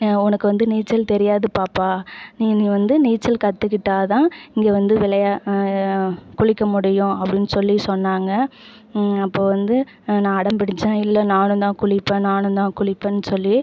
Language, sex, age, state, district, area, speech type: Tamil, female, 30-45, Tamil Nadu, Ariyalur, rural, spontaneous